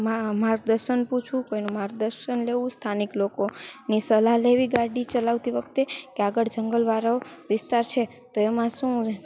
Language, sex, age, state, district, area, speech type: Gujarati, female, 18-30, Gujarat, Rajkot, rural, spontaneous